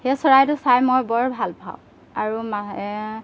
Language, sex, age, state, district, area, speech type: Assamese, female, 30-45, Assam, Golaghat, urban, spontaneous